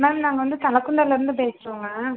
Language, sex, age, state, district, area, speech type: Tamil, female, 30-45, Tamil Nadu, Nilgiris, urban, conversation